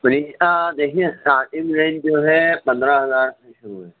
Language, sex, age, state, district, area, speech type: Urdu, male, 45-60, Telangana, Hyderabad, urban, conversation